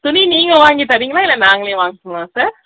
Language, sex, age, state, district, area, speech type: Tamil, female, 30-45, Tamil Nadu, Krishnagiri, rural, conversation